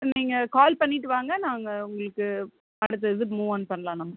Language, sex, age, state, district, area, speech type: Tamil, male, 30-45, Tamil Nadu, Cuddalore, urban, conversation